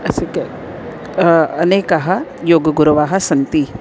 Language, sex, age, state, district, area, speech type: Sanskrit, female, 45-60, Maharashtra, Nagpur, urban, spontaneous